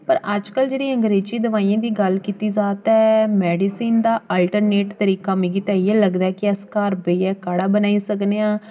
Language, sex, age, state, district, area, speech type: Dogri, female, 18-30, Jammu and Kashmir, Jammu, rural, spontaneous